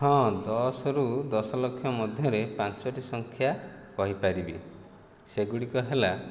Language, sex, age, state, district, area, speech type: Odia, male, 45-60, Odisha, Jajpur, rural, spontaneous